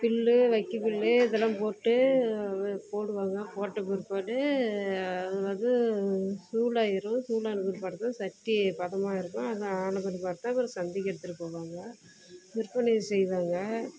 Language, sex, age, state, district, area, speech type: Tamil, female, 30-45, Tamil Nadu, Salem, rural, spontaneous